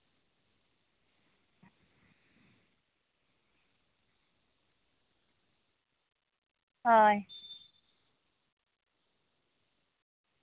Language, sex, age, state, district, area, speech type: Santali, female, 18-30, Jharkhand, Seraikela Kharsawan, rural, conversation